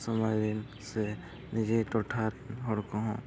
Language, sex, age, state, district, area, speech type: Santali, male, 18-30, Jharkhand, East Singhbhum, rural, spontaneous